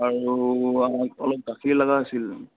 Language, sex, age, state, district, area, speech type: Assamese, male, 18-30, Assam, Udalguri, rural, conversation